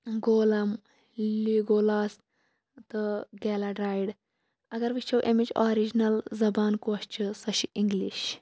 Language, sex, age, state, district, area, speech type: Kashmiri, female, 18-30, Jammu and Kashmir, Kulgam, rural, spontaneous